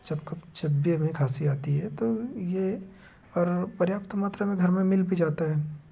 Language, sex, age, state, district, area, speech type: Hindi, male, 18-30, Madhya Pradesh, Betul, rural, spontaneous